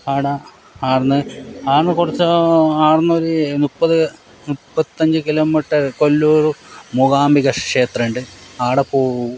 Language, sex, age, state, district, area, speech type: Malayalam, male, 45-60, Kerala, Kasaragod, rural, spontaneous